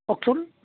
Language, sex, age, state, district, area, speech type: Assamese, male, 60+, Assam, Dibrugarh, rural, conversation